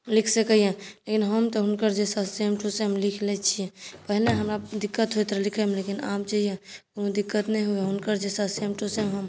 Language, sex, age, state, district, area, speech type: Maithili, female, 18-30, Bihar, Saharsa, urban, spontaneous